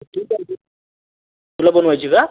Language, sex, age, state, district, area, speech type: Marathi, male, 18-30, Maharashtra, Washim, rural, conversation